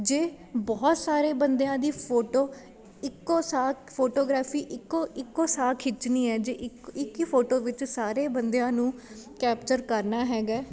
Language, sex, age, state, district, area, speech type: Punjabi, female, 18-30, Punjab, Ludhiana, urban, spontaneous